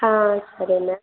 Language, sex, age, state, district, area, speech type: Kannada, female, 18-30, Karnataka, Hassan, urban, conversation